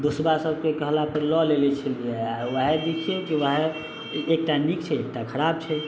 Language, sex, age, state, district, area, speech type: Maithili, male, 18-30, Bihar, Sitamarhi, urban, spontaneous